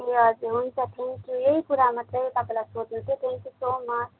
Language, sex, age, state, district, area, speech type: Nepali, female, 18-30, West Bengal, Darjeeling, urban, conversation